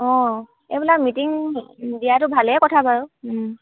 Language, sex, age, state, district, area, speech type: Assamese, female, 18-30, Assam, Dhemaji, urban, conversation